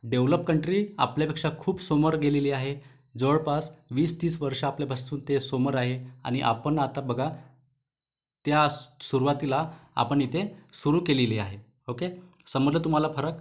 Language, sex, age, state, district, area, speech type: Marathi, male, 30-45, Maharashtra, Wardha, urban, spontaneous